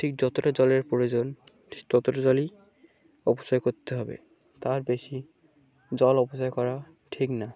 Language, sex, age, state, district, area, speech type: Bengali, male, 18-30, West Bengal, Birbhum, urban, spontaneous